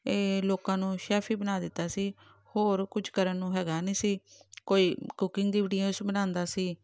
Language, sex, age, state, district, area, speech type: Punjabi, female, 45-60, Punjab, Tarn Taran, urban, spontaneous